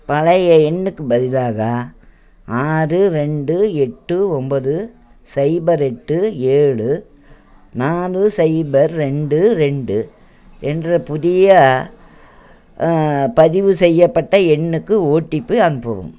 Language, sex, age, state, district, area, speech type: Tamil, female, 60+, Tamil Nadu, Coimbatore, urban, read